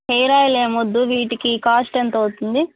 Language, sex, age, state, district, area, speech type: Telugu, female, 18-30, Telangana, Komaram Bheem, rural, conversation